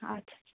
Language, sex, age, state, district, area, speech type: Bengali, female, 30-45, West Bengal, Darjeeling, urban, conversation